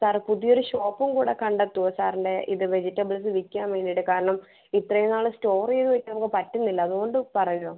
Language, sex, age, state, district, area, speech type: Malayalam, female, 18-30, Kerala, Thiruvananthapuram, rural, conversation